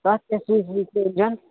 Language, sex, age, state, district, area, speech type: Kashmiri, male, 18-30, Jammu and Kashmir, Budgam, rural, conversation